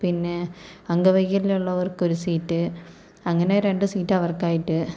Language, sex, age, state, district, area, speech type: Malayalam, female, 45-60, Kerala, Kozhikode, urban, spontaneous